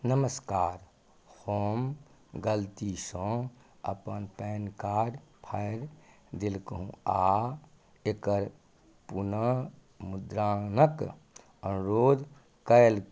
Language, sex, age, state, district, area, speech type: Maithili, male, 60+, Bihar, Madhubani, rural, read